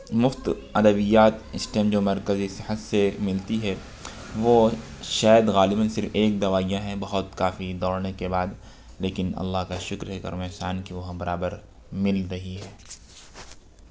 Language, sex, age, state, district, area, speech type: Urdu, male, 30-45, Uttar Pradesh, Lucknow, urban, spontaneous